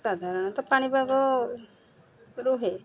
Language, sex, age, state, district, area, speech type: Odia, female, 30-45, Odisha, Jagatsinghpur, rural, spontaneous